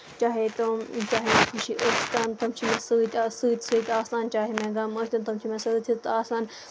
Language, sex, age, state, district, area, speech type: Kashmiri, female, 18-30, Jammu and Kashmir, Bandipora, rural, spontaneous